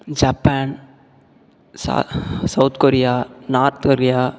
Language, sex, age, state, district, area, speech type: Tamil, male, 18-30, Tamil Nadu, Tiruvarur, rural, spontaneous